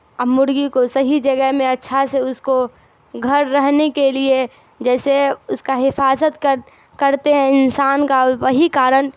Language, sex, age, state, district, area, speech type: Urdu, female, 18-30, Bihar, Darbhanga, rural, spontaneous